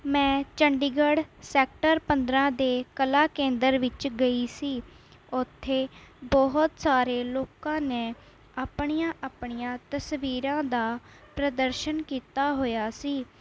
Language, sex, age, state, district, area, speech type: Punjabi, female, 18-30, Punjab, Mohali, urban, spontaneous